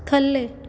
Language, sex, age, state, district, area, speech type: Punjabi, female, 18-30, Punjab, Kapurthala, urban, read